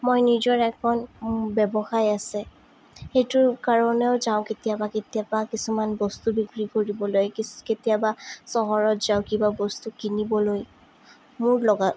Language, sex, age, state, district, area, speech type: Assamese, female, 30-45, Assam, Sonitpur, rural, spontaneous